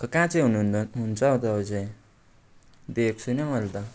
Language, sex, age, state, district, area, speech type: Nepali, male, 18-30, West Bengal, Darjeeling, rural, spontaneous